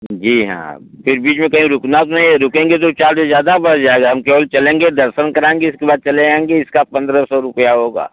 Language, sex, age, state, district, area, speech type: Hindi, male, 60+, Uttar Pradesh, Bhadohi, rural, conversation